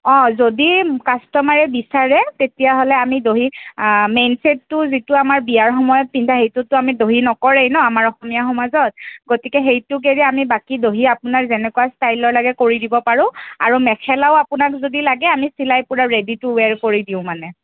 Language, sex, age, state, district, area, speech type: Assamese, female, 30-45, Assam, Kamrup Metropolitan, urban, conversation